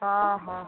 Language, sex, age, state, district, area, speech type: Odia, female, 18-30, Odisha, Boudh, rural, conversation